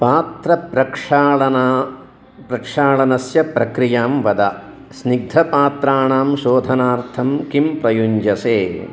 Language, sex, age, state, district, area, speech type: Sanskrit, male, 60+, Telangana, Jagtial, urban, spontaneous